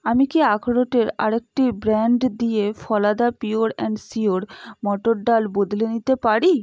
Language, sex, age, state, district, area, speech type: Bengali, female, 30-45, West Bengal, Purba Bardhaman, urban, read